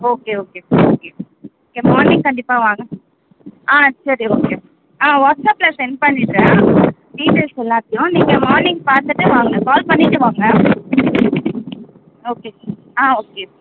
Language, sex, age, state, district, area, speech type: Tamil, female, 18-30, Tamil Nadu, Chengalpattu, rural, conversation